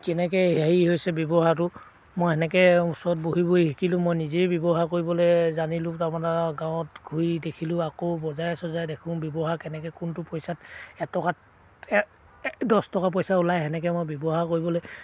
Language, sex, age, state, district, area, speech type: Assamese, male, 60+, Assam, Dibrugarh, rural, spontaneous